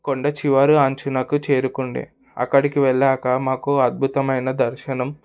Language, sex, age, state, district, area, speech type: Telugu, male, 18-30, Telangana, Hyderabad, urban, spontaneous